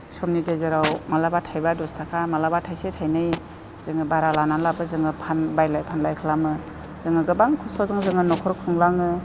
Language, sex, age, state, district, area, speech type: Bodo, female, 60+, Assam, Chirang, rural, spontaneous